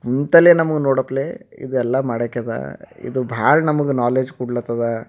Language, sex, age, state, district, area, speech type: Kannada, male, 30-45, Karnataka, Bidar, urban, spontaneous